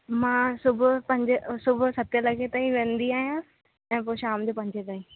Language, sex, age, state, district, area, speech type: Sindhi, female, 18-30, Rajasthan, Ajmer, urban, conversation